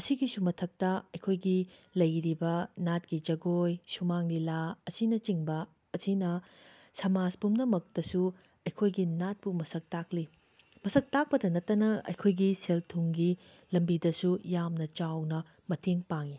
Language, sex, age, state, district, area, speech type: Manipuri, female, 45-60, Manipur, Imphal West, urban, spontaneous